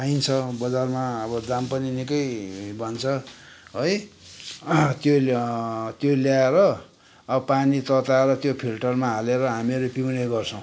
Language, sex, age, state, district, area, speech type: Nepali, male, 60+, West Bengal, Kalimpong, rural, spontaneous